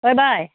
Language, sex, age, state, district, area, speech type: Bodo, female, 45-60, Assam, Udalguri, rural, conversation